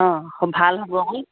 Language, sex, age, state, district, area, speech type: Assamese, female, 60+, Assam, Dibrugarh, rural, conversation